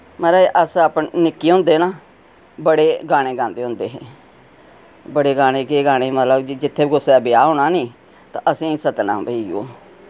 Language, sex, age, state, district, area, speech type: Dogri, female, 60+, Jammu and Kashmir, Reasi, urban, spontaneous